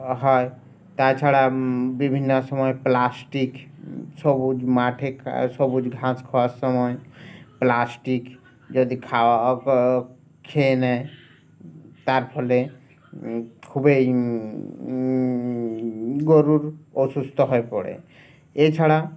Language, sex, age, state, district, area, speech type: Bengali, male, 30-45, West Bengal, Uttar Dinajpur, urban, spontaneous